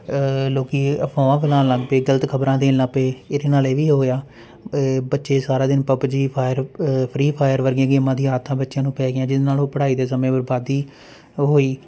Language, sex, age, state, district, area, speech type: Punjabi, male, 30-45, Punjab, Jalandhar, urban, spontaneous